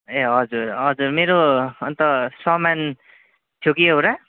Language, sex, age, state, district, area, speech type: Nepali, male, 30-45, West Bengal, Kalimpong, rural, conversation